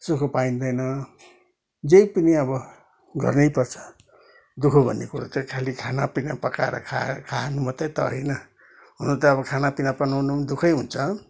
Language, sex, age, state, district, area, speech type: Nepali, male, 60+, West Bengal, Kalimpong, rural, spontaneous